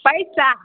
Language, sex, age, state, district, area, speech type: Maithili, female, 18-30, Bihar, Samastipur, urban, conversation